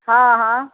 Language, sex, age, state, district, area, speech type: Maithili, female, 60+, Bihar, Sitamarhi, rural, conversation